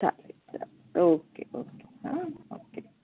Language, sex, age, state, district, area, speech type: Marathi, female, 45-60, Maharashtra, Kolhapur, urban, conversation